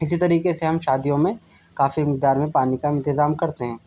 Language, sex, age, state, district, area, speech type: Urdu, male, 18-30, Delhi, East Delhi, urban, spontaneous